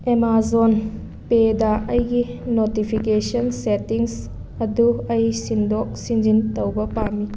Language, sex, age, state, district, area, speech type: Manipuri, female, 18-30, Manipur, Thoubal, rural, read